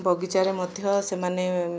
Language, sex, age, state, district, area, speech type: Odia, female, 45-60, Odisha, Koraput, urban, spontaneous